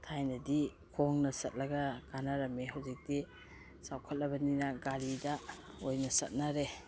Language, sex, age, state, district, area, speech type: Manipuri, female, 45-60, Manipur, Imphal East, rural, spontaneous